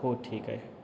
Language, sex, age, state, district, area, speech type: Marathi, male, 18-30, Maharashtra, Osmanabad, rural, spontaneous